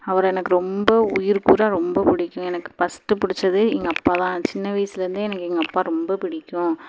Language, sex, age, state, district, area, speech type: Tamil, female, 30-45, Tamil Nadu, Madurai, rural, spontaneous